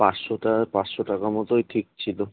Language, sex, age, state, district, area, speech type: Bengali, male, 30-45, West Bengal, Kolkata, urban, conversation